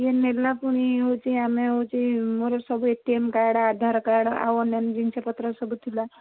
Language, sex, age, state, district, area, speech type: Odia, female, 30-45, Odisha, Cuttack, urban, conversation